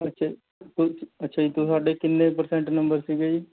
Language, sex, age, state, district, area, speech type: Punjabi, male, 18-30, Punjab, Mohali, urban, conversation